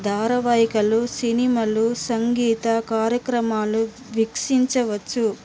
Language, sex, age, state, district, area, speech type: Telugu, female, 30-45, Telangana, Nizamabad, urban, spontaneous